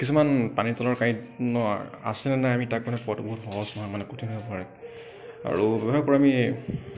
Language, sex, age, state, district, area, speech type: Assamese, male, 18-30, Assam, Kamrup Metropolitan, urban, spontaneous